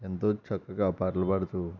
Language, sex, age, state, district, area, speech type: Telugu, male, 18-30, Andhra Pradesh, Eluru, urban, spontaneous